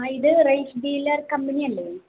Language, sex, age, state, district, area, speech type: Malayalam, female, 18-30, Kerala, Palakkad, rural, conversation